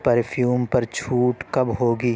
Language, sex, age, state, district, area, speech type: Urdu, male, 60+, Uttar Pradesh, Lucknow, rural, read